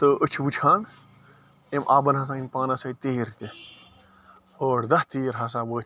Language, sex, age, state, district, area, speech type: Kashmiri, male, 45-60, Jammu and Kashmir, Bandipora, rural, spontaneous